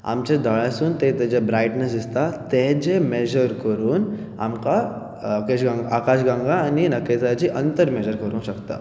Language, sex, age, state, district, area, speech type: Goan Konkani, male, 18-30, Goa, Bardez, urban, spontaneous